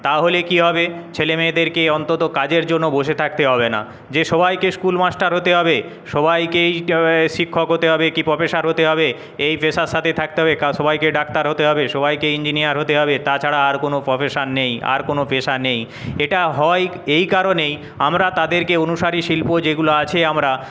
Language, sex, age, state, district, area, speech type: Bengali, male, 30-45, West Bengal, Paschim Medinipur, rural, spontaneous